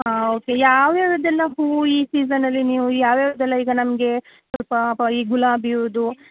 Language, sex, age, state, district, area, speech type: Kannada, female, 30-45, Karnataka, Mandya, rural, conversation